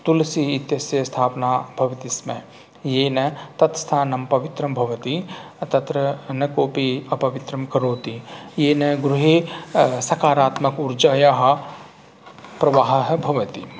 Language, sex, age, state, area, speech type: Sanskrit, male, 45-60, Rajasthan, rural, spontaneous